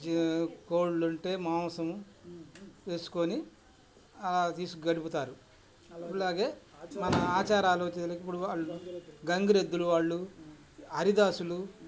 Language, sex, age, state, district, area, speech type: Telugu, male, 60+, Andhra Pradesh, Bapatla, urban, spontaneous